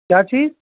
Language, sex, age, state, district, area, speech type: Hindi, male, 60+, Uttar Pradesh, Azamgarh, rural, conversation